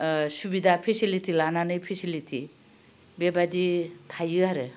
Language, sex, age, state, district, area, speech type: Bodo, female, 60+, Assam, Udalguri, urban, spontaneous